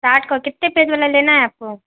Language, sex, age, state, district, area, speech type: Urdu, female, 18-30, Bihar, Saharsa, rural, conversation